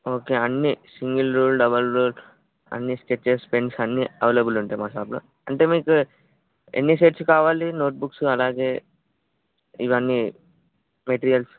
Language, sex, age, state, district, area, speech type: Telugu, male, 18-30, Telangana, Vikarabad, urban, conversation